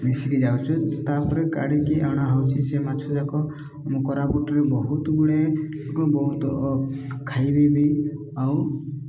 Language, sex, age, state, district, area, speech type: Odia, male, 30-45, Odisha, Koraput, urban, spontaneous